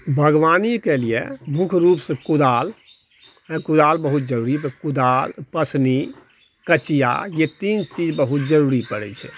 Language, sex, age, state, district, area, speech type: Maithili, male, 60+, Bihar, Purnia, rural, spontaneous